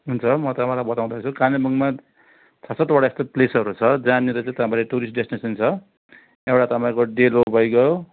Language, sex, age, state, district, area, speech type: Nepali, male, 60+, West Bengal, Kalimpong, rural, conversation